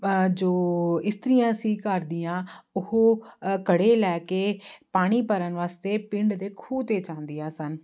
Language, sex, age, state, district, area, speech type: Punjabi, female, 30-45, Punjab, Jalandhar, urban, spontaneous